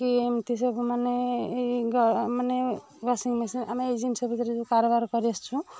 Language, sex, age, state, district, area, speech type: Odia, female, 30-45, Odisha, Kendujhar, urban, spontaneous